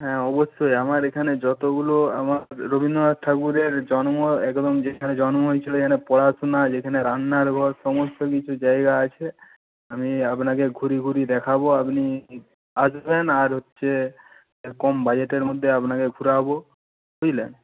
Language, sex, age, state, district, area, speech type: Bengali, male, 45-60, West Bengal, Nadia, rural, conversation